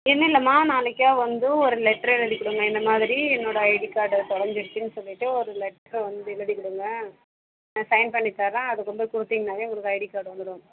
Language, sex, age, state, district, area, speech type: Tamil, female, 30-45, Tamil Nadu, Dharmapuri, rural, conversation